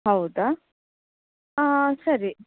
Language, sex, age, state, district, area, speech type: Kannada, female, 18-30, Karnataka, Shimoga, rural, conversation